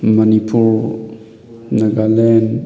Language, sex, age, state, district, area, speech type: Manipuri, male, 30-45, Manipur, Thoubal, rural, spontaneous